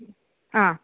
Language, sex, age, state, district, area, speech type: Malayalam, female, 18-30, Kerala, Alappuzha, rural, conversation